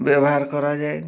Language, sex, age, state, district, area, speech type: Odia, male, 60+, Odisha, Mayurbhanj, rural, spontaneous